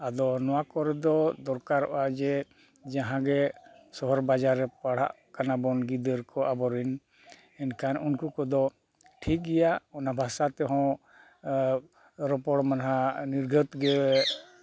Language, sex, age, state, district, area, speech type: Santali, male, 60+, Jharkhand, East Singhbhum, rural, spontaneous